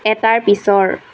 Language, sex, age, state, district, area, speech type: Assamese, female, 18-30, Assam, Tinsukia, urban, read